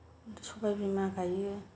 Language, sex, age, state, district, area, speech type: Bodo, female, 45-60, Assam, Kokrajhar, rural, spontaneous